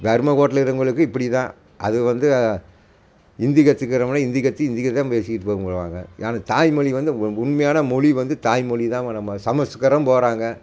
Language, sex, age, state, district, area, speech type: Tamil, male, 45-60, Tamil Nadu, Coimbatore, rural, spontaneous